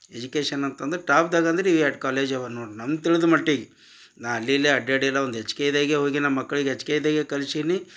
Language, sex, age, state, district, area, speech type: Kannada, male, 45-60, Karnataka, Gulbarga, urban, spontaneous